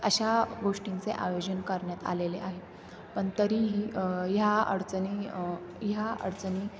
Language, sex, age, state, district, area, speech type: Marathi, female, 18-30, Maharashtra, Nashik, rural, spontaneous